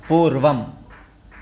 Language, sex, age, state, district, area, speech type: Sanskrit, male, 30-45, Karnataka, Dakshina Kannada, rural, read